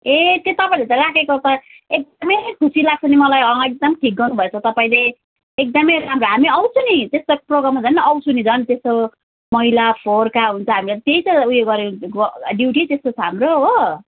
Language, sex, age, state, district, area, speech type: Nepali, female, 45-60, West Bengal, Darjeeling, rural, conversation